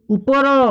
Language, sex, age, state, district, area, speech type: Odia, male, 18-30, Odisha, Bhadrak, rural, read